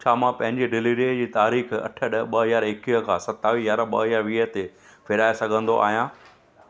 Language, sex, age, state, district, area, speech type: Sindhi, male, 45-60, Gujarat, Surat, urban, read